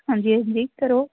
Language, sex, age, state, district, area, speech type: Punjabi, female, 18-30, Punjab, Hoshiarpur, urban, conversation